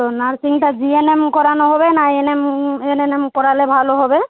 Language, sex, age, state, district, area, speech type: Bengali, female, 30-45, West Bengal, Malda, urban, conversation